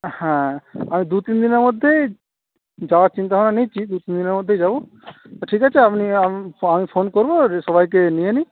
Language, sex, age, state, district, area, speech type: Bengali, male, 18-30, West Bengal, Jhargram, rural, conversation